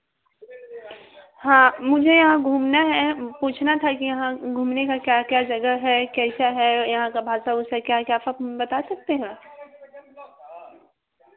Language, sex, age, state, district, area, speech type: Hindi, female, 18-30, Bihar, Vaishali, rural, conversation